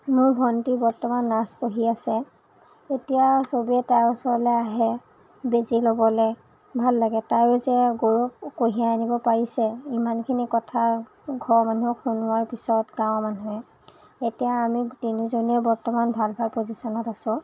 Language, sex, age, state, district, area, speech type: Assamese, female, 18-30, Assam, Lakhimpur, rural, spontaneous